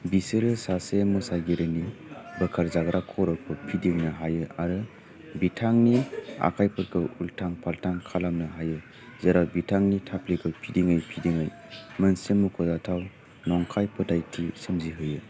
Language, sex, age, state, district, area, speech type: Bodo, male, 30-45, Assam, Chirang, rural, read